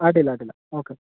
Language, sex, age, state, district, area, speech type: Kannada, male, 30-45, Karnataka, Dharwad, rural, conversation